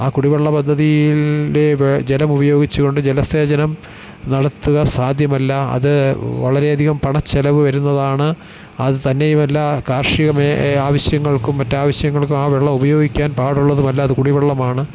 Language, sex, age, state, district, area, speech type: Malayalam, male, 45-60, Kerala, Thiruvananthapuram, urban, spontaneous